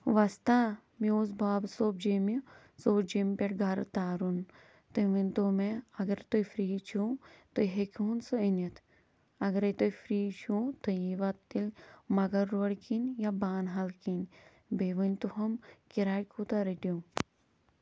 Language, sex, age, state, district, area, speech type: Kashmiri, female, 18-30, Jammu and Kashmir, Kulgam, rural, spontaneous